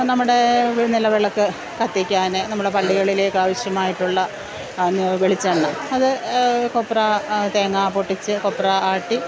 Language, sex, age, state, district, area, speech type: Malayalam, female, 45-60, Kerala, Pathanamthitta, rural, spontaneous